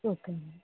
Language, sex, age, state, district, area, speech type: Telugu, female, 18-30, Telangana, Mancherial, rural, conversation